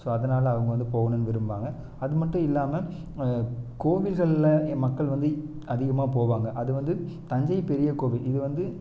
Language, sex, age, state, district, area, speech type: Tamil, male, 18-30, Tamil Nadu, Erode, rural, spontaneous